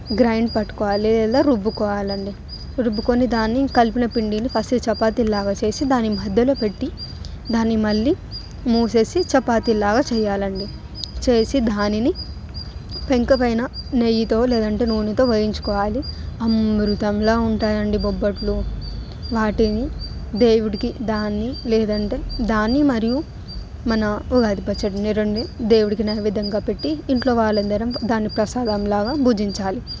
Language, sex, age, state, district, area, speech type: Telugu, female, 18-30, Telangana, Hyderabad, urban, spontaneous